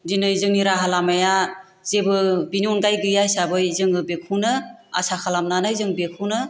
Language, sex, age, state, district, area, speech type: Bodo, female, 45-60, Assam, Chirang, rural, spontaneous